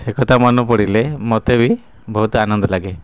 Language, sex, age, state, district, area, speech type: Odia, male, 30-45, Odisha, Kendrapara, urban, spontaneous